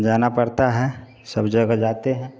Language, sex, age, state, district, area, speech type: Hindi, male, 45-60, Bihar, Samastipur, urban, spontaneous